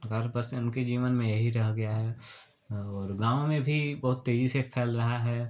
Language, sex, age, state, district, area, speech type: Hindi, male, 18-30, Uttar Pradesh, Chandauli, urban, spontaneous